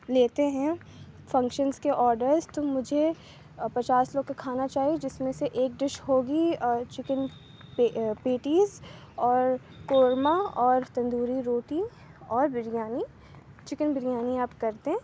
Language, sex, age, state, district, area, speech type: Urdu, female, 45-60, Uttar Pradesh, Aligarh, urban, spontaneous